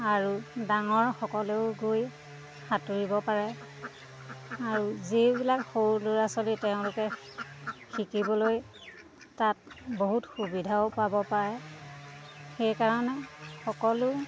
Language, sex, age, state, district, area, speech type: Assamese, female, 30-45, Assam, Lakhimpur, rural, spontaneous